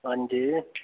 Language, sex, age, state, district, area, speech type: Dogri, male, 30-45, Jammu and Kashmir, Reasi, urban, conversation